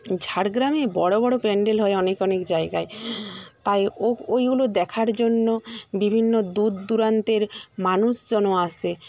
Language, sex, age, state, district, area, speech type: Bengali, female, 45-60, West Bengal, Jhargram, rural, spontaneous